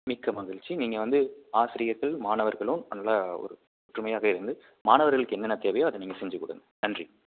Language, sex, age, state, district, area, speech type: Tamil, male, 18-30, Tamil Nadu, Salem, rural, conversation